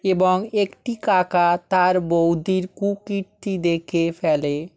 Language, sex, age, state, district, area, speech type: Bengali, male, 18-30, West Bengal, South 24 Parganas, rural, spontaneous